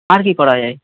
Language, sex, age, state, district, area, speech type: Bengali, male, 30-45, West Bengal, Paschim Bardhaman, urban, conversation